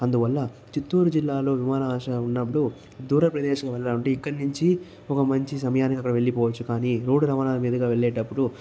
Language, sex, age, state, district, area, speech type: Telugu, male, 30-45, Andhra Pradesh, Chittoor, rural, spontaneous